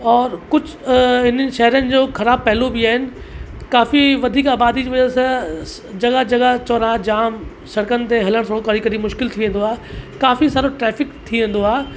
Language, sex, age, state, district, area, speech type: Sindhi, male, 30-45, Uttar Pradesh, Lucknow, rural, spontaneous